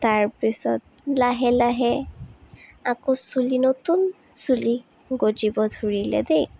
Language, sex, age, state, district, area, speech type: Assamese, female, 18-30, Assam, Sonitpur, rural, spontaneous